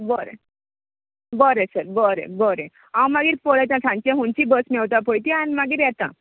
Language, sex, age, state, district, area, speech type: Goan Konkani, female, 18-30, Goa, Tiswadi, rural, conversation